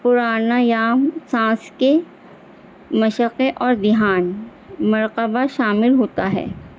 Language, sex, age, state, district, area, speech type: Urdu, female, 45-60, Delhi, North East Delhi, urban, spontaneous